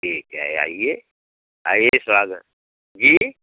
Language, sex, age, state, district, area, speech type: Hindi, male, 60+, Uttar Pradesh, Bhadohi, rural, conversation